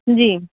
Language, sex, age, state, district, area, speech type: Urdu, female, 30-45, Telangana, Hyderabad, urban, conversation